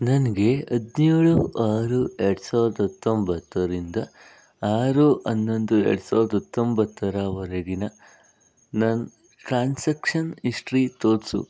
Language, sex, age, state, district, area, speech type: Kannada, male, 60+, Karnataka, Bangalore Rural, urban, read